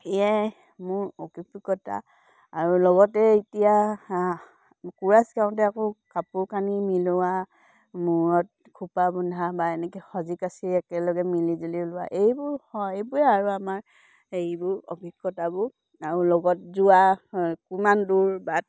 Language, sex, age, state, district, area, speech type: Assamese, female, 45-60, Assam, Dibrugarh, rural, spontaneous